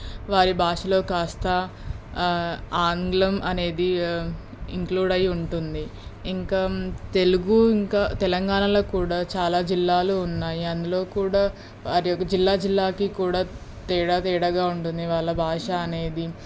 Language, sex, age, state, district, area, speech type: Telugu, female, 18-30, Telangana, Peddapalli, rural, spontaneous